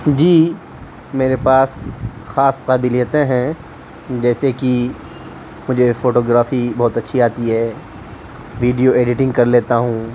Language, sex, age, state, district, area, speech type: Urdu, male, 18-30, Delhi, South Delhi, urban, spontaneous